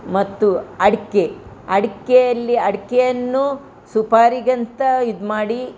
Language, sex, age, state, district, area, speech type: Kannada, female, 60+, Karnataka, Udupi, rural, spontaneous